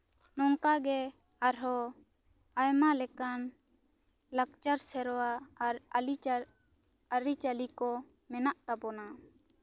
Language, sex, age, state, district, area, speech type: Santali, female, 18-30, West Bengal, Bankura, rural, spontaneous